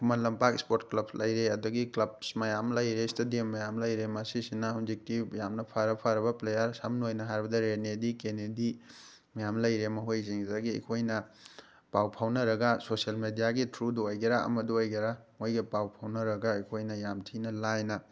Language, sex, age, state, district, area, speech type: Manipuri, male, 30-45, Manipur, Thoubal, rural, spontaneous